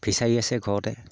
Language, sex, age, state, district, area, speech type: Assamese, male, 30-45, Assam, Sivasagar, rural, spontaneous